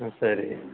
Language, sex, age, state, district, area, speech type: Tamil, male, 45-60, Tamil Nadu, Krishnagiri, rural, conversation